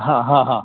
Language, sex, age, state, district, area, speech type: Urdu, male, 60+, Uttar Pradesh, Gautam Buddha Nagar, urban, conversation